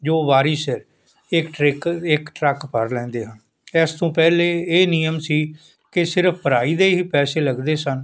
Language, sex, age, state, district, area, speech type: Punjabi, male, 60+, Punjab, Fazilka, rural, spontaneous